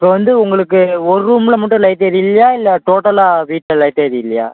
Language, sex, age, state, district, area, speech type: Tamil, male, 18-30, Tamil Nadu, Tiruchirappalli, rural, conversation